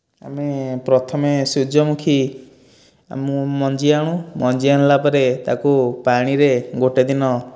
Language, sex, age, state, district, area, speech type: Odia, male, 18-30, Odisha, Dhenkanal, rural, spontaneous